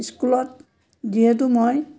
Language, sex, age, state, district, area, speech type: Assamese, female, 60+, Assam, Biswanath, rural, spontaneous